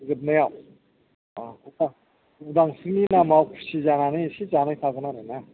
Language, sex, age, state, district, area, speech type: Bodo, male, 45-60, Assam, Kokrajhar, urban, conversation